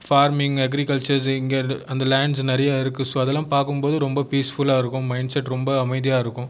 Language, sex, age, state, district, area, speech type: Tamil, male, 18-30, Tamil Nadu, Viluppuram, urban, spontaneous